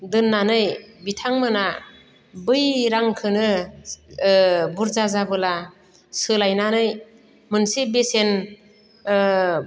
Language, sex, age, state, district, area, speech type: Bodo, female, 45-60, Assam, Baksa, rural, spontaneous